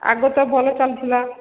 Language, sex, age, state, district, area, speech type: Odia, female, 45-60, Odisha, Sambalpur, rural, conversation